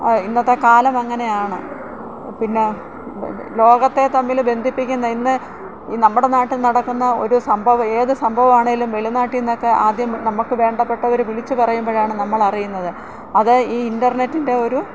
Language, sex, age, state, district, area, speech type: Malayalam, female, 60+, Kerala, Thiruvananthapuram, rural, spontaneous